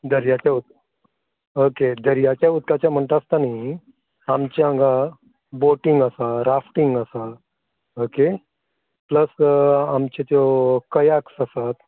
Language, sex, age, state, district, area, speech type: Goan Konkani, male, 45-60, Goa, Canacona, rural, conversation